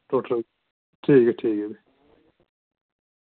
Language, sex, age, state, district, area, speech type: Dogri, male, 18-30, Jammu and Kashmir, Reasi, rural, conversation